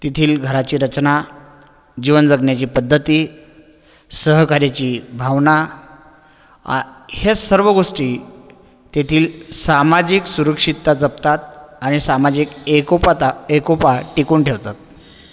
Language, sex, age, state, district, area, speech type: Marathi, male, 30-45, Maharashtra, Buldhana, urban, spontaneous